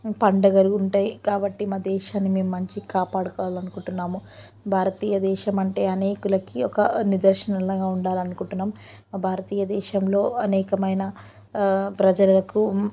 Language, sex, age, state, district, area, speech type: Telugu, female, 30-45, Telangana, Ranga Reddy, rural, spontaneous